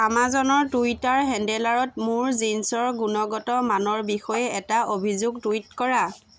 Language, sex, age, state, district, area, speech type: Assamese, female, 30-45, Assam, Biswanath, rural, read